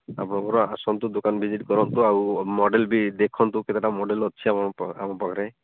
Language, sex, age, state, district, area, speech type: Odia, male, 30-45, Odisha, Malkangiri, urban, conversation